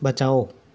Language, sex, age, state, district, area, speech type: Hindi, male, 18-30, Rajasthan, Nagaur, rural, read